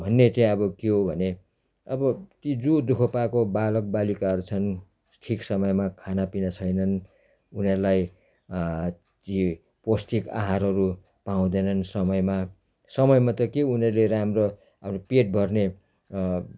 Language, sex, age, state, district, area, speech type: Nepali, male, 60+, West Bengal, Darjeeling, rural, spontaneous